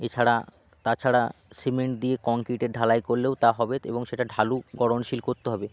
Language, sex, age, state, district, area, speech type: Bengali, male, 18-30, West Bengal, Jalpaiguri, rural, spontaneous